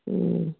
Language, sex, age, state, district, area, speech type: Manipuri, female, 18-30, Manipur, Kangpokpi, urban, conversation